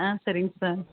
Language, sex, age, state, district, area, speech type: Tamil, female, 45-60, Tamil Nadu, Thanjavur, rural, conversation